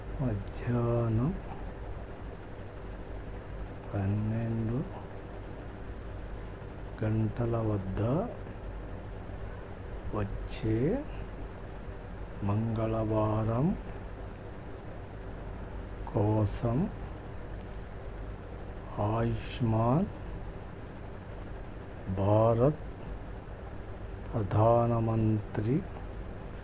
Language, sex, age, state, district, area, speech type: Telugu, male, 60+, Andhra Pradesh, Krishna, urban, read